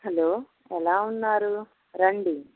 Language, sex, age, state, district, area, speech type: Telugu, female, 18-30, Andhra Pradesh, Anakapalli, rural, conversation